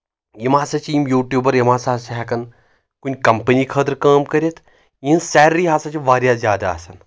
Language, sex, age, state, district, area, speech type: Kashmiri, male, 30-45, Jammu and Kashmir, Anantnag, rural, spontaneous